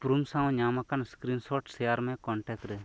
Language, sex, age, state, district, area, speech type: Santali, male, 30-45, West Bengal, Birbhum, rural, read